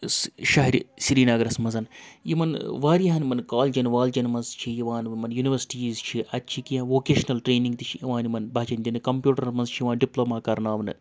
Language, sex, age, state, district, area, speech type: Kashmiri, male, 30-45, Jammu and Kashmir, Srinagar, urban, spontaneous